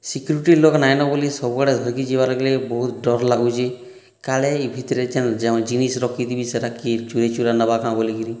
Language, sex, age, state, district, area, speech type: Odia, male, 30-45, Odisha, Boudh, rural, spontaneous